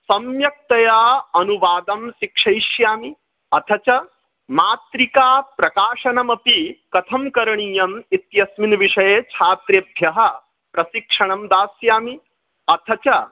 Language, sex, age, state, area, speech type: Sanskrit, male, 30-45, Bihar, rural, conversation